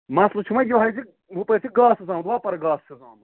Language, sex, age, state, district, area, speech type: Kashmiri, male, 18-30, Jammu and Kashmir, Budgam, rural, conversation